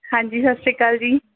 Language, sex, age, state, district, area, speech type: Punjabi, female, 18-30, Punjab, Mohali, urban, conversation